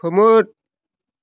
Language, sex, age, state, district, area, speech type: Bodo, male, 60+, Assam, Chirang, rural, read